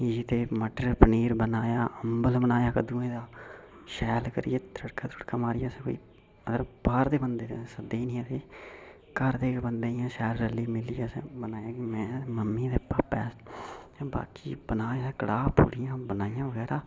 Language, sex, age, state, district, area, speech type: Dogri, male, 18-30, Jammu and Kashmir, Udhampur, rural, spontaneous